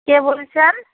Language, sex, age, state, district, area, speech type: Bengali, female, 60+, West Bengal, Purba Medinipur, rural, conversation